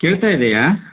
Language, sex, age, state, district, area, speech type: Kannada, male, 45-60, Karnataka, Koppal, rural, conversation